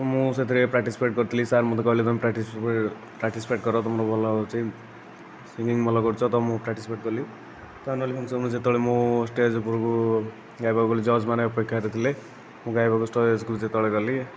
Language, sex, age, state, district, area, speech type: Odia, male, 18-30, Odisha, Nayagarh, rural, spontaneous